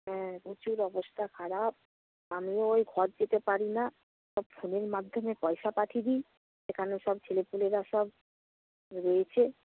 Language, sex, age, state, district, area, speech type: Bengali, female, 60+, West Bengal, Purba Medinipur, rural, conversation